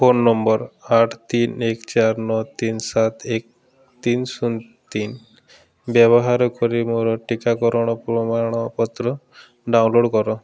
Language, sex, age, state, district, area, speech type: Odia, male, 30-45, Odisha, Bargarh, urban, read